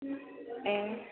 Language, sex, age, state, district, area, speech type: Bodo, female, 18-30, Assam, Chirang, urban, conversation